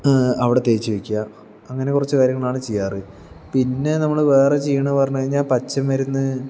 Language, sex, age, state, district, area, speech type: Malayalam, male, 18-30, Kerala, Palakkad, rural, spontaneous